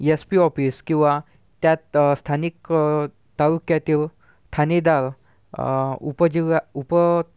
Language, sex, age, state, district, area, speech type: Marathi, male, 18-30, Maharashtra, Washim, urban, spontaneous